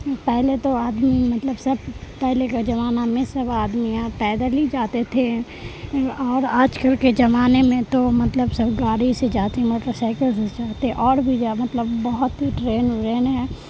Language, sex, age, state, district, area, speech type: Urdu, female, 18-30, Bihar, Supaul, rural, spontaneous